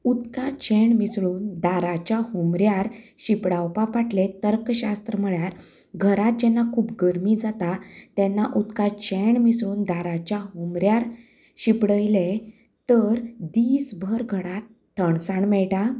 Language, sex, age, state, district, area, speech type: Goan Konkani, female, 30-45, Goa, Canacona, rural, spontaneous